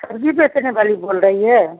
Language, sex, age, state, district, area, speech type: Hindi, female, 60+, Bihar, Begusarai, rural, conversation